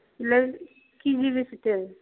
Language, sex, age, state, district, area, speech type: Bodo, female, 30-45, Assam, Chirang, rural, conversation